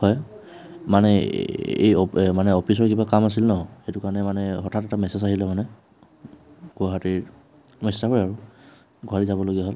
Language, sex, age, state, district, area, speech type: Assamese, male, 18-30, Assam, Tinsukia, urban, spontaneous